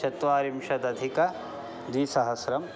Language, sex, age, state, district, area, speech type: Sanskrit, male, 30-45, Karnataka, Bangalore Urban, urban, spontaneous